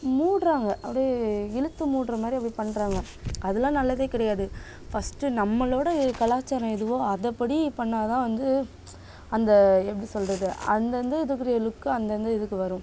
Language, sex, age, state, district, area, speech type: Tamil, female, 18-30, Tamil Nadu, Nagapattinam, urban, spontaneous